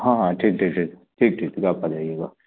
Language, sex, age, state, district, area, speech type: Hindi, male, 30-45, Madhya Pradesh, Katni, urban, conversation